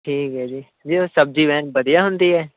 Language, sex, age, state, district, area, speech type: Punjabi, male, 18-30, Punjab, Shaheed Bhagat Singh Nagar, urban, conversation